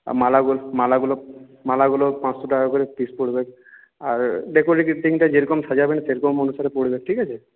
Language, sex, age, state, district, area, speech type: Bengali, male, 30-45, West Bengal, Purulia, rural, conversation